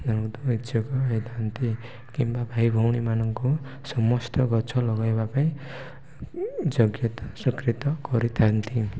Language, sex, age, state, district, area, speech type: Odia, male, 18-30, Odisha, Koraput, urban, spontaneous